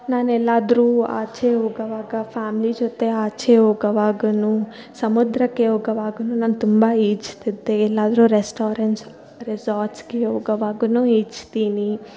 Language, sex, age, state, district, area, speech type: Kannada, female, 30-45, Karnataka, Bangalore Urban, rural, spontaneous